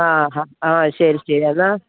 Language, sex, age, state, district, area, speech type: Malayalam, female, 45-60, Kerala, Thiruvananthapuram, urban, conversation